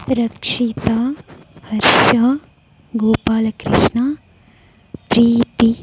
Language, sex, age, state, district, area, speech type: Kannada, female, 45-60, Karnataka, Tumkur, rural, spontaneous